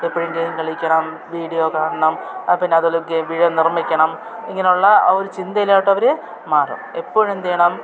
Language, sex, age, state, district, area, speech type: Malayalam, female, 30-45, Kerala, Thiruvananthapuram, urban, spontaneous